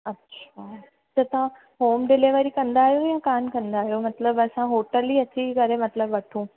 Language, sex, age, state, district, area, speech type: Sindhi, female, 18-30, Rajasthan, Ajmer, urban, conversation